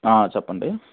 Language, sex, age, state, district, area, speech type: Telugu, male, 18-30, Andhra Pradesh, Vizianagaram, urban, conversation